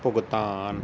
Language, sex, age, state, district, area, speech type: Punjabi, male, 30-45, Punjab, Fazilka, rural, read